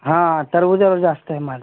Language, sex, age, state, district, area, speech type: Marathi, male, 30-45, Maharashtra, Washim, urban, conversation